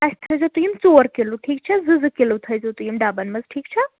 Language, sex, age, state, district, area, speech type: Kashmiri, female, 18-30, Jammu and Kashmir, Srinagar, urban, conversation